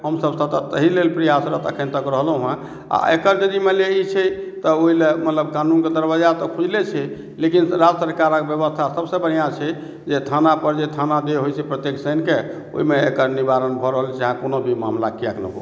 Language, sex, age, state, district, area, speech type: Maithili, male, 45-60, Bihar, Madhubani, urban, spontaneous